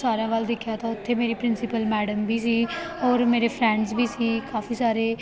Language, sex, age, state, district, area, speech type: Punjabi, female, 18-30, Punjab, Gurdaspur, rural, spontaneous